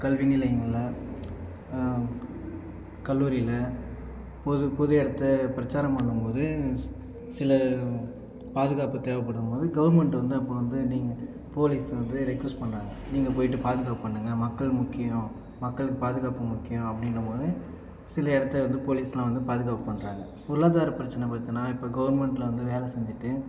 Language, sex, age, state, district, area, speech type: Tamil, male, 18-30, Tamil Nadu, Viluppuram, rural, spontaneous